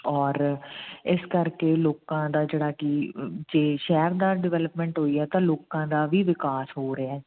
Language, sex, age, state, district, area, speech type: Punjabi, female, 45-60, Punjab, Fazilka, rural, conversation